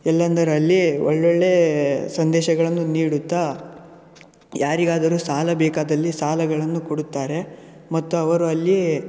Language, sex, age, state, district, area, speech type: Kannada, male, 18-30, Karnataka, Shimoga, rural, spontaneous